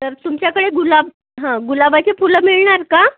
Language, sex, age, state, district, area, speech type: Marathi, female, 30-45, Maharashtra, Nagpur, urban, conversation